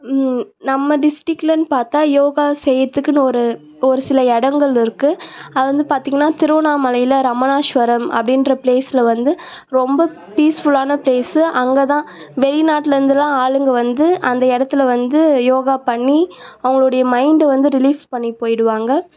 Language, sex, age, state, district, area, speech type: Tamil, female, 18-30, Tamil Nadu, Tiruvannamalai, rural, spontaneous